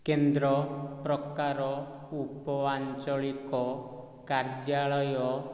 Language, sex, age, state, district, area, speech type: Odia, male, 45-60, Odisha, Nayagarh, rural, read